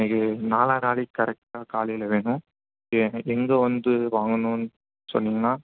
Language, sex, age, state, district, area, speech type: Tamil, male, 18-30, Tamil Nadu, Chennai, urban, conversation